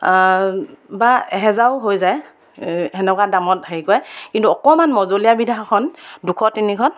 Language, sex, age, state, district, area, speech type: Assamese, female, 30-45, Assam, Sivasagar, rural, spontaneous